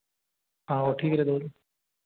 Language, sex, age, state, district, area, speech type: Hindi, male, 30-45, Madhya Pradesh, Ujjain, rural, conversation